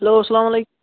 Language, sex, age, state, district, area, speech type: Kashmiri, male, 18-30, Jammu and Kashmir, Bandipora, rural, conversation